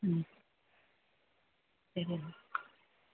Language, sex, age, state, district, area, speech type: Malayalam, female, 60+, Kerala, Kottayam, rural, conversation